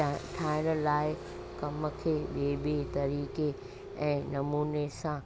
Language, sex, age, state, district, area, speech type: Sindhi, female, 45-60, Gujarat, Junagadh, rural, spontaneous